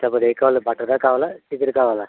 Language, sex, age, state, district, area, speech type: Telugu, male, 60+, Andhra Pradesh, Konaseema, rural, conversation